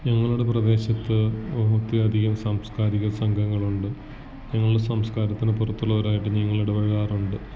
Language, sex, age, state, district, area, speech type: Malayalam, male, 18-30, Kerala, Idukki, rural, spontaneous